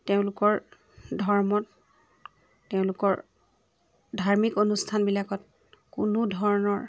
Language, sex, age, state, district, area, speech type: Assamese, female, 30-45, Assam, Charaideo, urban, spontaneous